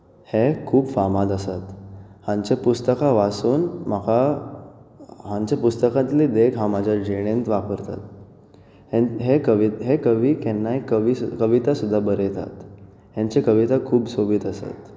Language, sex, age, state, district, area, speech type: Goan Konkani, male, 18-30, Goa, Bardez, urban, spontaneous